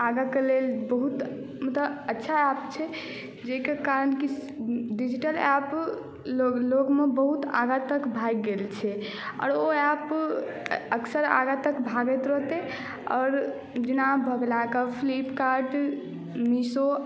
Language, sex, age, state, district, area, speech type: Maithili, male, 18-30, Bihar, Madhubani, rural, spontaneous